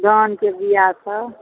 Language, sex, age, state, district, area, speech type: Maithili, female, 60+, Bihar, Araria, rural, conversation